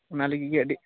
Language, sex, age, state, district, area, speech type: Santali, male, 18-30, West Bengal, Birbhum, rural, conversation